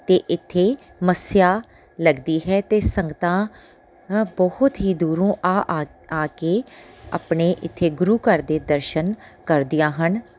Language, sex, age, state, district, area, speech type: Punjabi, female, 30-45, Punjab, Tarn Taran, urban, spontaneous